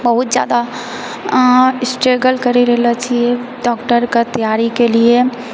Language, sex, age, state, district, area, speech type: Maithili, female, 18-30, Bihar, Purnia, rural, spontaneous